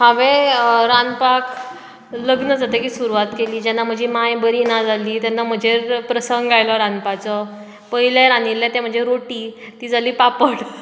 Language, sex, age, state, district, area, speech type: Goan Konkani, female, 30-45, Goa, Bardez, urban, spontaneous